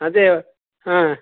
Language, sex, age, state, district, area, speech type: Kannada, male, 45-60, Karnataka, Shimoga, rural, conversation